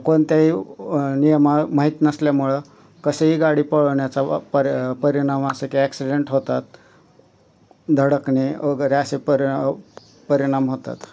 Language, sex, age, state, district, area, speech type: Marathi, male, 45-60, Maharashtra, Osmanabad, rural, spontaneous